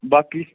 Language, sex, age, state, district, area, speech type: Punjabi, male, 18-30, Punjab, Firozpur, rural, conversation